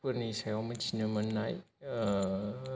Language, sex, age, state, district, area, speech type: Bodo, male, 30-45, Assam, Kokrajhar, rural, spontaneous